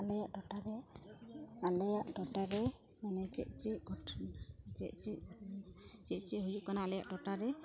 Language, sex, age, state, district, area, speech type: Santali, female, 45-60, West Bengal, Purulia, rural, spontaneous